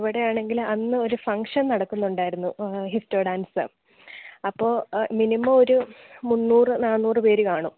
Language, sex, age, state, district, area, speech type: Malayalam, female, 18-30, Kerala, Idukki, rural, conversation